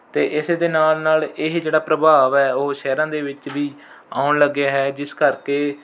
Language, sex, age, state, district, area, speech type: Punjabi, male, 18-30, Punjab, Rupnagar, urban, spontaneous